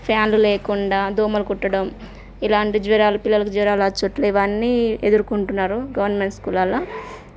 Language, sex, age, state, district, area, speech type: Telugu, female, 30-45, Telangana, Jagtial, rural, spontaneous